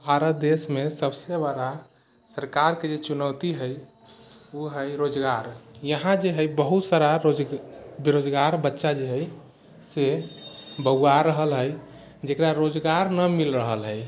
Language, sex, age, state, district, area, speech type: Maithili, male, 45-60, Bihar, Sitamarhi, rural, spontaneous